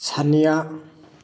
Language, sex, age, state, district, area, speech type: Manipuri, male, 30-45, Manipur, Thoubal, rural, read